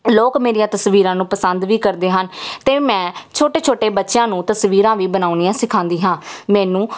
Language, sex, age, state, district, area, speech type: Punjabi, female, 18-30, Punjab, Jalandhar, urban, spontaneous